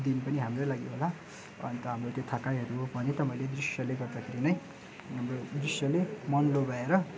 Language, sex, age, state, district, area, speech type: Nepali, male, 18-30, West Bengal, Darjeeling, rural, spontaneous